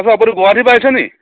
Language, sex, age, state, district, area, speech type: Assamese, male, 30-45, Assam, Sivasagar, rural, conversation